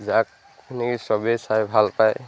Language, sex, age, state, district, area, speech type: Assamese, male, 18-30, Assam, Majuli, urban, spontaneous